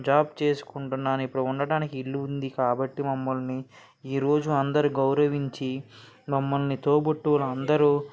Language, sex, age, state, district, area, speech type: Telugu, male, 18-30, Andhra Pradesh, Srikakulam, urban, spontaneous